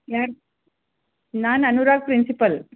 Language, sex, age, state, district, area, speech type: Kannada, female, 45-60, Karnataka, Gulbarga, urban, conversation